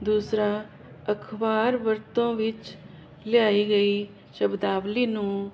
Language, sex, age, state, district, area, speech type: Punjabi, female, 45-60, Punjab, Jalandhar, urban, spontaneous